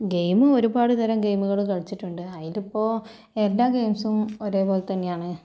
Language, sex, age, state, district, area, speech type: Malayalam, female, 45-60, Kerala, Kozhikode, urban, spontaneous